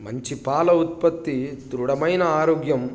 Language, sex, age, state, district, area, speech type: Telugu, male, 18-30, Telangana, Hanamkonda, urban, spontaneous